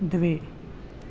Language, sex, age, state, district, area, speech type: Sanskrit, male, 18-30, Maharashtra, Beed, urban, read